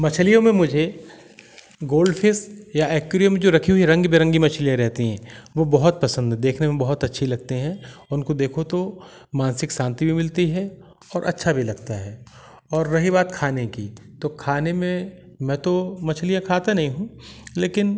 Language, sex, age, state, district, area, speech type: Hindi, male, 45-60, Madhya Pradesh, Jabalpur, urban, spontaneous